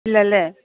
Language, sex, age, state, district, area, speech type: Malayalam, female, 45-60, Kerala, Thiruvananthapuram, urban, conversation